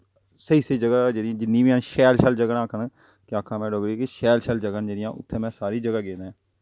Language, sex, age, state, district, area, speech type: Dogri, male, 30-45, Jammu and Kashmir, Jammu, rural, spontaneous